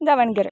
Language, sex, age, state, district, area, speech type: Kannada, female, 18-30, Karnataka, Chikkamagaluru, rural, spontaneous